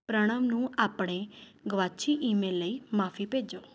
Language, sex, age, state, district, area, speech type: Punjabi, female, 30-45, Punjab, Rupnagar, urban, read